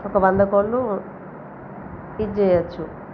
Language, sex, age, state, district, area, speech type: Telugu, female, 30-45, Telangana, Jagtial, rural, spontaneous